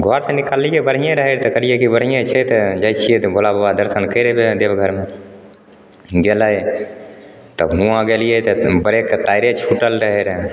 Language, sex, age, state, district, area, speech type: Maithili, male, 30-45, Bihar, Begusarai, rural, spontaneous